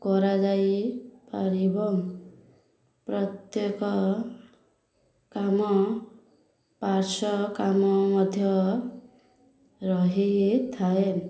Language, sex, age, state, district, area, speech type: Odia, female, 30-45, Odisha, Ganjam, urban, spontaneous